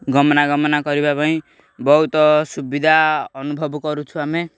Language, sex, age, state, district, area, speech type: Odia, male, 18-30, Odisha, Ganjam, urban, spontaneous